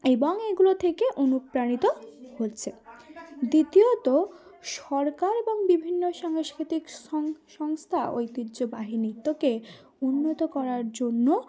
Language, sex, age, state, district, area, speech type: Bengali, female, 18-30, West Bengal, Cooch Behar, urban, spontaneous